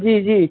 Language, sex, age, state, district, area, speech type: Hindi, male, 30-45, Uttar Pradesh, Azamgarh, rural, conversation